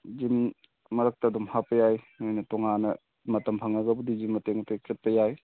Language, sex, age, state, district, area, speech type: Manipuri, male, 45-60, Manipur, Kangpokpi, urban, conversation